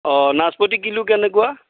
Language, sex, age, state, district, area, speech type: Assamese, male, 45-60, Assam, Darrang, rural, conversation